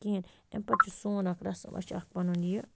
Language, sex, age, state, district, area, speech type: Kashmiri, female, 30-45, Jammu and Kashmir, Baramulla, rural, spontaneous